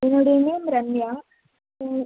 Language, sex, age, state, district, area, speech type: Tamil, female, 30-45, Tamil Nadu, Viluppuram, rural, conversation